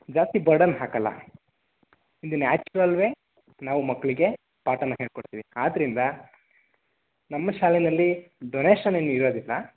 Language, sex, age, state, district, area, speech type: Kannada, male, 18-30, Karnataka, Tumkur, rural, conversation